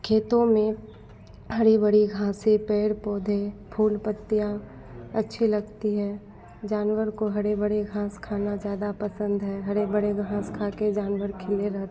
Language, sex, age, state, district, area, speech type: Hindi, female, 18-30, Bihar, Madhepura, rural, spontaneous